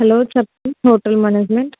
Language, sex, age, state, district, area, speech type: Telugu, female, 18-30, Telangana, Karimnagar, rural, conversation